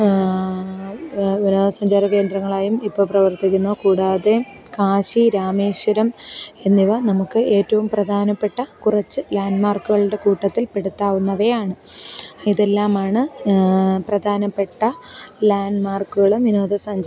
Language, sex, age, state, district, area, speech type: Malayalam, female, 30-45, Kerala, Kollam, rural, spontaneous